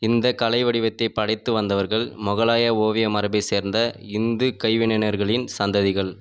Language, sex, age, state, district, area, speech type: Tamil, male, 30-45, Tamil Nadu, Viluppuram, urban, read